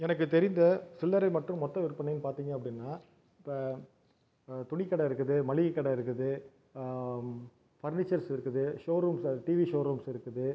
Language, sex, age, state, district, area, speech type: Tamil, male, 30-45, Tamil Nadu, Viluppuram, urban, spontaneous